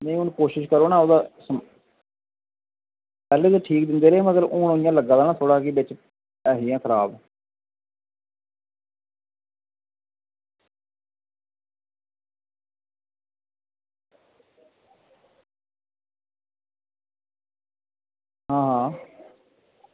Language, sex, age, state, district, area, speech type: Dogri, male, 30-45, Jammu and Kashmir, Reasi, rural, conversation